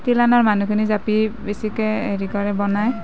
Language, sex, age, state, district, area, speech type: Assamese, female, 30-45, Assam, Nalbari, rural, spontaneous